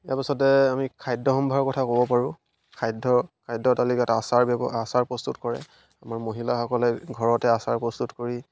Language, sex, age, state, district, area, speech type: Assamese, male, 30-45, Assam, Majuli, urban, spontaneous